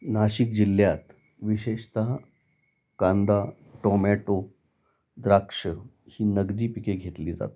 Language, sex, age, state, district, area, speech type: Marathi, male, 45-60, Maharashtra, Nashik, urban, spontaneous